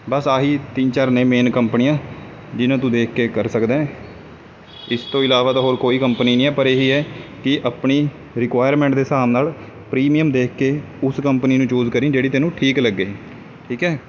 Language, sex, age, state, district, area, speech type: Punjabi, male, 18-30, Punjab, Kapurthala, rural, spontaneous